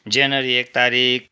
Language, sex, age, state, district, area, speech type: Nepali, male, 45-60, West Bengal, Kalimpong, rural, spontaneous